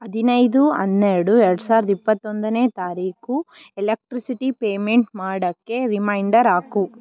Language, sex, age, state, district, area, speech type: Kannada, female, 18-30, Karnataka, Tumkur, rural, read